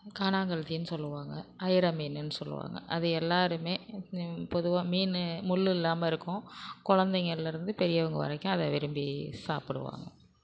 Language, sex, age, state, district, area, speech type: Tamil, female, 60+, Tamil Nadu, Nagapattinam, rural, spontaneous